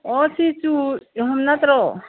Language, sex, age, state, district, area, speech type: Manipuri, female, 60+, Manipur, Kangpokpi, urban, conversation